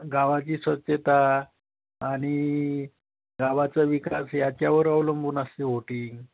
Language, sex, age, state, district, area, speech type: Marathi, male, 30-45, Maharashtra, Nagpur, rural, conversation